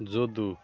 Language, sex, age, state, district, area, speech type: Bengali, male, 30-45, West Bengal, Birbhum, urban, spontaneous